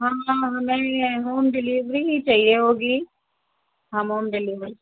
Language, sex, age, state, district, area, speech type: Hindi, female, 45-60, Uttar Pradesh, Sitapur, rural, conversation